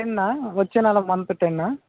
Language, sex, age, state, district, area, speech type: Telugu, male, 18-30, Telangana, Khammam, urban, conversation